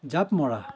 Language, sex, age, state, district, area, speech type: Assamese, male, 30-45, Assam, Dhemaji, urban, read